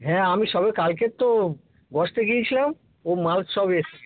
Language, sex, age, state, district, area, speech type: Bengali, male, 60+, West Bengal, North 24 Parganas, urban, conversation